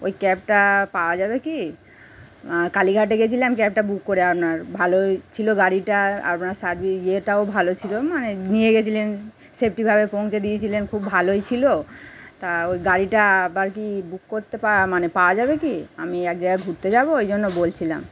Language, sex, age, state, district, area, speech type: Bengali, female, 30-45, West Bengal, Kolkata, urban, spontaneous